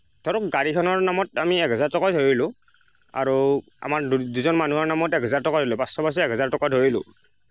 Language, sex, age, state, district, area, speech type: Assamese, male, 60+, Assam, Nagaon, rural, spontaneous